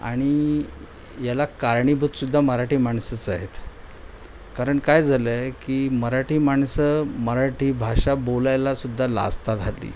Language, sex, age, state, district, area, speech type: Marathi, male, 45-60, Maharashtra, Mumbai Suburban, urban, spontaneous